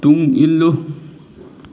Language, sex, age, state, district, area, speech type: Manipuri, male, 30-45, Manipur, Thoubal, rural, read